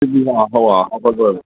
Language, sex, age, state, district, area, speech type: Assamese, male, 60+, Assam, Udalguri, urban, conversation